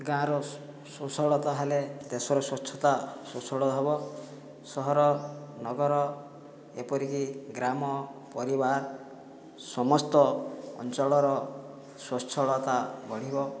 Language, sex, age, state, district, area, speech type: Odia, male, 30-45, Odisha, Boudh, rural, spontaneous